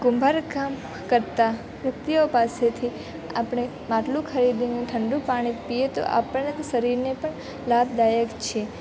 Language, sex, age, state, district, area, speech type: Gujarati, female, 18-30, Gujarat, Valsad, rural, spontaneous